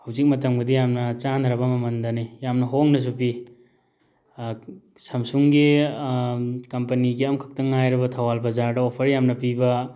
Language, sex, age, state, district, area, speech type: Manipuri, male, 30-45, Manipur, Thoubal, urban, spontaneous